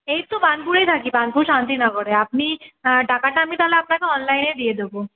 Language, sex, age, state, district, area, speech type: Bengali, female, 30-45, West Bengal, Paschim Bardhaman, urban, conversation